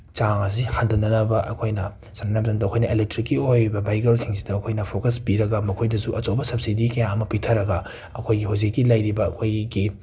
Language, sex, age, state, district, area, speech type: Manipuri, male, 18-30, Manipur, Imphal West, urban, spontaneous